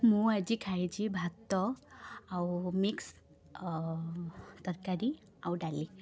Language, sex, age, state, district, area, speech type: Odia, female, 18-30, Odisha, Puri, urban, spontaneous